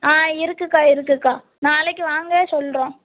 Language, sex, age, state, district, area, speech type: Tamil, female, 18-30, Tamil Nadu, Thoothukudi, rural, conversation